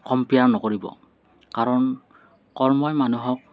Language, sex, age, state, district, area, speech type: Assamese, male, 30-45, Assam, Morigaon, rural, spontaneous